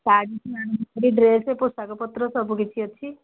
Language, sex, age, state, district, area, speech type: Odia, female, 60+, Odisha, Jharsuguda, rural, conversation